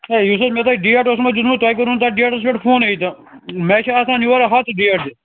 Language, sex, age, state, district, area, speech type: Kashmiri, male, 30-45, Jammu and Kashmir, Bandipora, rural, conversation